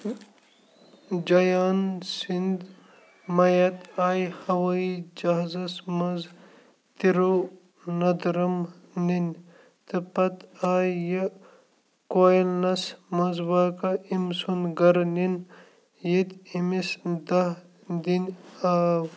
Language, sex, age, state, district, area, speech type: Kashmiri, male, 18-30, Jammu and Kashmir, Kupwara, rural, read